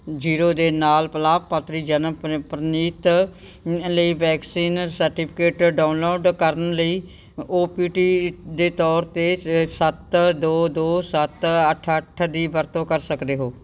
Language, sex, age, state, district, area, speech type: Punjabi, female, 60+, Punjab, Bathinda, urban, read